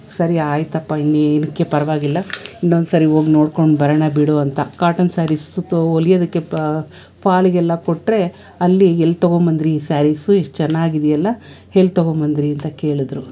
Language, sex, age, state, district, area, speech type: Kannada, female, 45-60, Karnataka, Bangalore Urban, urban, spontaneous